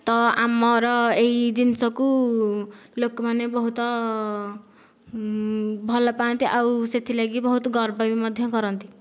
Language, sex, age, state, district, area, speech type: Odia, female, 18-30, Odisha, Nayagarh, rural, spontaneous